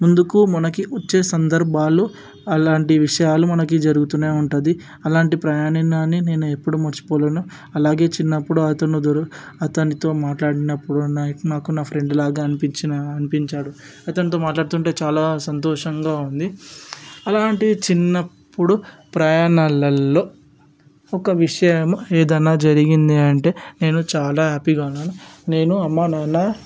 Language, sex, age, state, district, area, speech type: Telugu, male, 18-30, Telangana, Hyderabad, urban, spontaneous